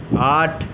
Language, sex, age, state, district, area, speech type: Bengali, male, 45-60, West Bengal, Paschim Bardhaman, urban, read